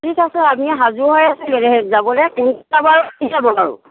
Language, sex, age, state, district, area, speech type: Assamese, female, 60+, Assam, Lakhimpur, urban, conversation